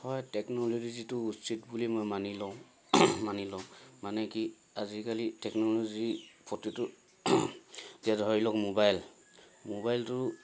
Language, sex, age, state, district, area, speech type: Assamese, male, 30-45, Assam, Sivasagar, rural, spontaneous